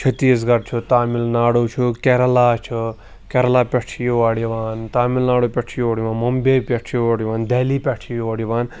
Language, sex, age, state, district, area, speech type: Kashmiri, male, 18-30, Jammu and Kashmir, Pulwama, rural, spontaneous